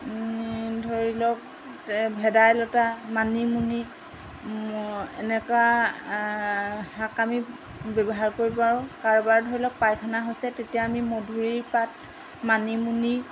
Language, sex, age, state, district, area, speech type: Assamese, female, 45-60, Assam, Golaghat, urban, spontaneous